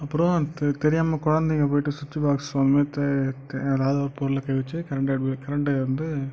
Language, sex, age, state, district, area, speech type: Tamil, male, 18-30, Tamil Nadu, Tiruvannamalai, urban, spontaneous